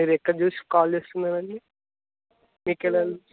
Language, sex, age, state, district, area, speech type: Telugu, male, 18-30, Telangana, Nirmal, rural, conversation